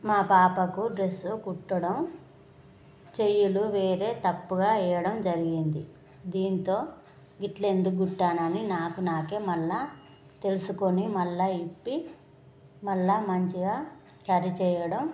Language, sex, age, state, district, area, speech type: Telugu, female, 30-45, Telangana, Jagtial, rural, spontaneous